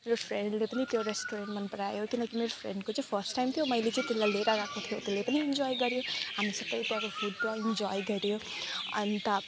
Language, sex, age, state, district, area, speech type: Nepali, female, 30-45, West Bengal, Alipurduar, urban, spontaneous